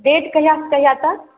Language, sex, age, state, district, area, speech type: Maithili, female, 18-30, Bihar, Darbhanga, rural, conversation